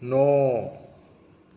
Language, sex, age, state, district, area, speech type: Bodo, male, 45-60, Assam, Kokrajhar, urban, read